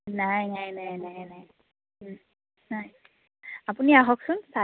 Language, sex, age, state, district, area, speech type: Assamese, female, 30-45, Assam, Biswanath, rural, conversation